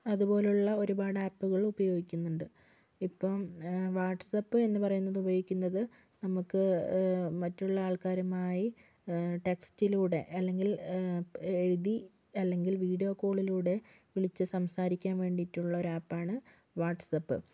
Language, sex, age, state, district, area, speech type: Malayalam, female, 18-30, Kerala, Kozhikode, urban, spontaneous